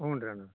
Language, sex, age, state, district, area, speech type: Kannada, male, 60+, Karnataka, Koppal, rural, conversation